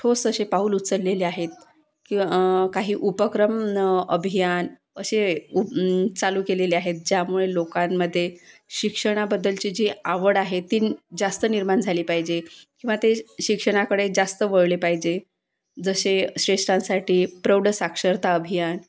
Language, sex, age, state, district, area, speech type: Marathi, female, 30-45, Maharashtra, Wardha, urban, spontaneous